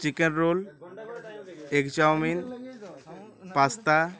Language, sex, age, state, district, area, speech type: Bengali, male, 18-30, West Bengal, Uttar Dinajpur, urban, spontaneous